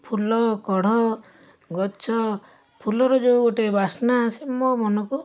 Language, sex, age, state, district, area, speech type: Odia, female, 45-60, Odisha, Puri, urban, spontaneous